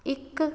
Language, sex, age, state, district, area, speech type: Punjabi, female, 18-30, Punjab, Fazilka, rural, read